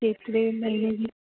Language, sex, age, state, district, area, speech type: Sindhi, female, 30-45, Delhi, South Delhi, urban, conversation